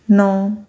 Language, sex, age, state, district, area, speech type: Punjabi, female, 30-45, Punjab, Tarn Taran, rural, read